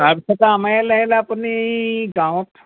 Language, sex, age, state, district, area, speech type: Assamese, male, 60+, Assam, Lakhimpur, rural, conversation